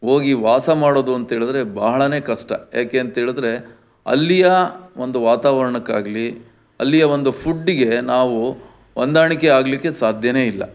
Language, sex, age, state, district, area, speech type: Kannada, male, 60+, Karnataka, Chitradurga, rural, spontaneous